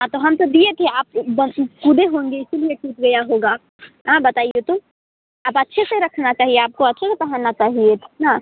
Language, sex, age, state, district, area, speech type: Hindi, female, 18-30, Bihar, Muzaffarpur, rural, conversation